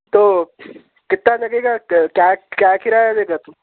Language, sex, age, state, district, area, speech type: Urdu, male, 18-30, Telangana, Hyderabad, urban, conversation